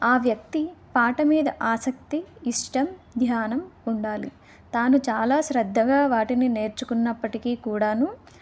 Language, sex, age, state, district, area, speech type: Telugu, female, 18-30, Andhra Pradesh, Vizianagaram, rural, spontaneous